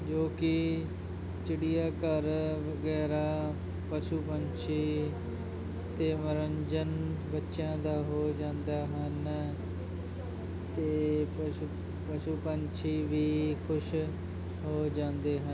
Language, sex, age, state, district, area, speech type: Punjabi, male, 18-30, Punjab, Muktsar, urban, spontaneous